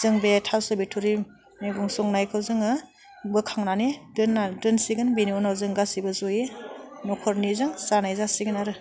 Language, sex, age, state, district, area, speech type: Bodo, female, 18-30, Assam, Udalguri, urban, spontaneous